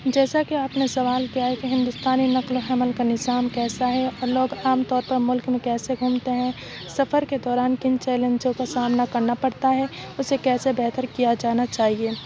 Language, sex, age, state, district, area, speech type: Urdu, female, 30-45, Uttar Pradesh, Aligarh, rural, spontaneous